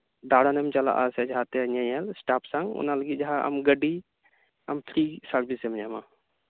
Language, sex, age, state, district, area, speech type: Santali, male, 18-30, West Bengal, Birbhum, rural, conversation